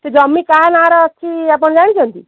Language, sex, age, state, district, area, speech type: Odia, female, 30-45, Odisha, Kendrapara, urban, conversation